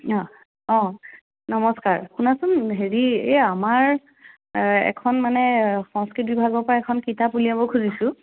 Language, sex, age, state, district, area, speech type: Assamese, female, 45-60, Assam, Dibrugarh, rural, conversation